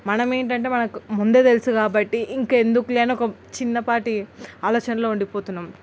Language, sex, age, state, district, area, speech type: Telugu, female, 18-30, Telangana, Nalgonda, urban, spontaneous